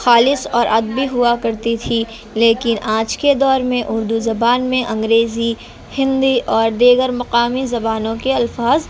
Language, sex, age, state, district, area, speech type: Urdu, female, 18-30, Bihar, Gaya, urban, spontaneous